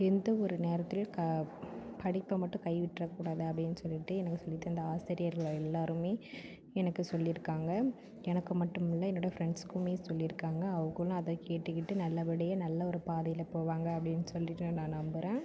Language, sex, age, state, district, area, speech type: Tamil, female, 18-30, Tamil Nadu, Mayiladuthurai, urban, spontaneous